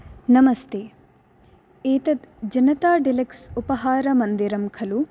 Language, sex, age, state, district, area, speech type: Sanskrit, female, 18-30, Karnataka, Dakshina Kannada, urban, spontaneous